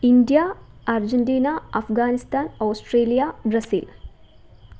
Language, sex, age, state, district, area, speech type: Malayalam, female, 18-30, Kerala, Alappuzha, rural, spontaneous